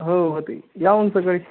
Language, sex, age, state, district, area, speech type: Marathi, male, 18-30, Maharashtra, Hingoli, urban, conversation